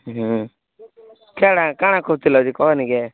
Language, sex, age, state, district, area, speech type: Odia, male, 18-30, Odisha, Nuapada, rural, conversation